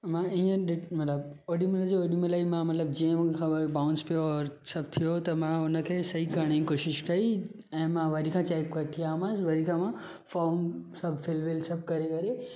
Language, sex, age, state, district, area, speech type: Sindhi, male, 18-30, Maharashtra, Thane, urban, spontaneous